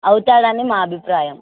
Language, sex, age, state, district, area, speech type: Telugu, female, 18-30, Telangana, Hyderabad, rural, conversation